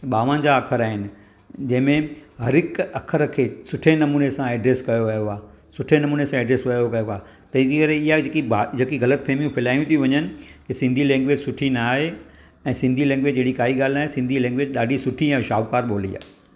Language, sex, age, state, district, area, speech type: Sindhi, male, 45-60, Maharashtra, Thane, urban, spontaneous